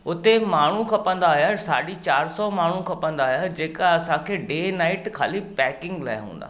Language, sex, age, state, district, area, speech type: Sindhi, male, 45-60, Maharashtra, Mumbai Suburban, urban, spontaneous